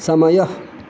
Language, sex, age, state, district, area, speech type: Sanskrit, male, 60+, Odisha, Balasore, urban, read